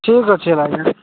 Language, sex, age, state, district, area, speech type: Odia, male, 45-60, Odisha, Nabarangpur, rural, conversation